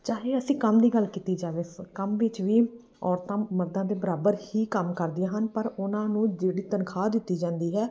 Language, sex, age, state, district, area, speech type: Punjabi, female, 30-45, Punjab, Amritsar, urban, spontaneous